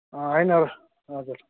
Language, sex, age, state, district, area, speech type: Nepali, male, 60+, West Bengal, Kalimpong, rural, conversation